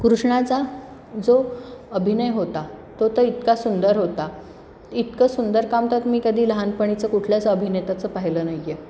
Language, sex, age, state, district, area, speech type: Marathi, female, 30-45, Maharashtra, Satara, urban, spontaneous